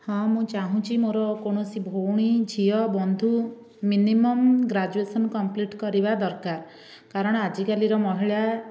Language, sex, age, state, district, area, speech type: Odia, female, 18-30, Odisha, Dhenkanal, rural, spontaneous